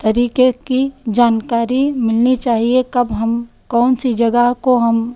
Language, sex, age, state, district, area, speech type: Hindi, female, 45-60, Uttar Pradesh, Lucknow, rural, spontaneous